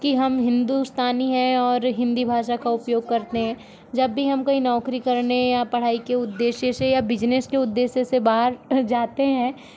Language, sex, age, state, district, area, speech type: Hindi, female, 30-45, Madhya Pradesh, Balaghat, rural, spontaneous